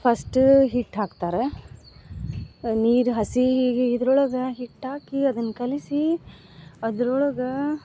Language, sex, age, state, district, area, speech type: Kannada, female, 30-45, Karnataka, Gadag, rural, spontaneous